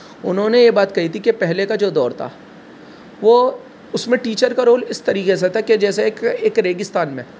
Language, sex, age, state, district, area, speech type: Urdu, male, 30-45, Delhi, Central Delhi, urban, spontaneous